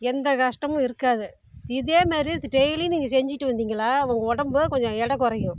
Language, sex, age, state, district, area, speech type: Tamil, female, 30-45, Tamil Nadu, Salem, rural, spontaneous